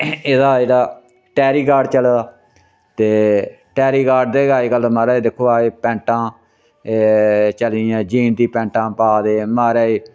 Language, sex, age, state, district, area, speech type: Dogri, male, 60+, Jammu and Kashmir, Reasi, rural, spontaneous